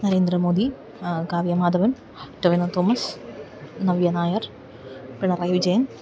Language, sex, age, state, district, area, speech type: Malayalam, female, 30-45, Kerala, Idukki, rural, spontaneous